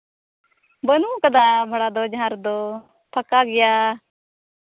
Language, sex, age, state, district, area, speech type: Santali, female, 18-30, Jharkhand, Pakur, rural, conversation